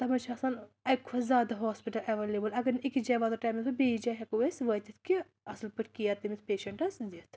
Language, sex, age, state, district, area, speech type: Kashmiri, female, 18-30, Jammu and Kashmir, Anantnag, rural, spontaneous